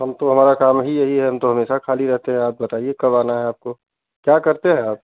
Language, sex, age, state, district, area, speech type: Hindi, male, 45-60, Uttar Pradesh, Chandauli, urban, conversation